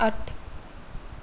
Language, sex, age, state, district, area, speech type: Punjabi, female, 18-30, Punjab, Mohali, rural, read